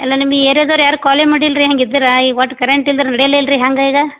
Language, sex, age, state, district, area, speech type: Kannada, female, 45-60, Karnataka, Gulbarga, urban, conversation